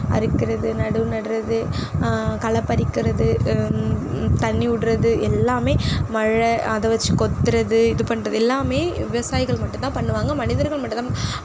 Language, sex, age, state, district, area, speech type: Tamil, female, 45-60, Tamil Nadu, Sivaganga, rural, spontaneous